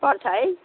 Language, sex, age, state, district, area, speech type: Nepali, female, 60+, West Bengal, Alipurduar, urban, conversation